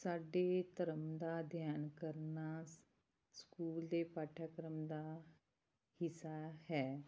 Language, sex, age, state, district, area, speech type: Punjabi, female, 30-45, Punjab, Tarn Taran, rural, spontaneous